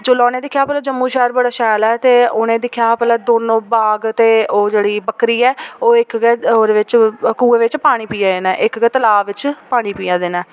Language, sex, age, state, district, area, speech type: Dogri, female, 18-30, Jammu and Kashmir, Jammu, rural, spontaneous